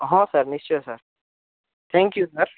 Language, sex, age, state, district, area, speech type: Odia, male, 18-30, Odisha, Bhadrak, rural, conversation